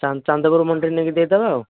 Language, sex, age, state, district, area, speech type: Odia, male, 18-30, Odisha, Nayagarh, rural, conversation